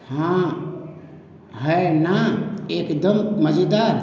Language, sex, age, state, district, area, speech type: Hindi, male, 45-60, Uttar Pradesh, Azamgarh, rural, read